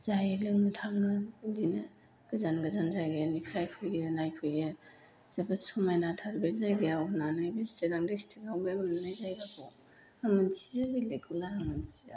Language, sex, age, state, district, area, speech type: Bodo, female, 45-60, Assam, Chirang, rural, spontaneous